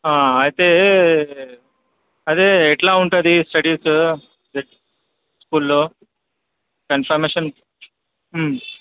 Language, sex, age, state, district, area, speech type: Telugu, male, 30-45, Andhra Pradesh, Krishna, urban, conversation